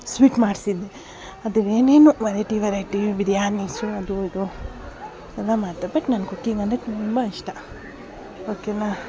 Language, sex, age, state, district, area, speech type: Kannada, female, 45-60, Karnataka, Davanagere, urban, spontaneous